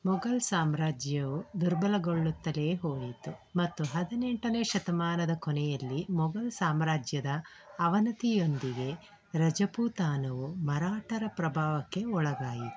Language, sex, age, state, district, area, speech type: Kannada, female, 45-60, Karnataka, Tumkur, rural, read